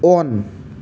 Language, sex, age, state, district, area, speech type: Manipuri, male, 45-60, Manipur, Imphal East, urban, read